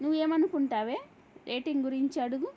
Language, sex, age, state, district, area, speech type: Telugu, female, 30-45, Andhra Pradesh, Kadapa, rural, spontaneous